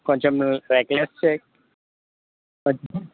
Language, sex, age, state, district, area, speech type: Telugu, male, 18-30, Telangana, Khammam, urban, conversation